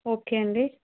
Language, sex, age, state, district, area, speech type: Telugu, female, 30-45, Andhra Pradesh, Vizianagaram, rural, conversation